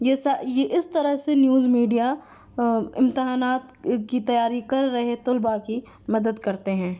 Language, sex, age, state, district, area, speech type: Urdu, female, 30-45, Delhi, South Delhi, rural, spontaneous